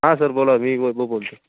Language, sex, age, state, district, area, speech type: Marathi, male, 18-30, Maharashtra, Jalna, rural, conversation